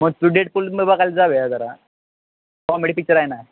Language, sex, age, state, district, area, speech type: Marathi, male, 18-30, Maharashtra, Satara, urban, conversation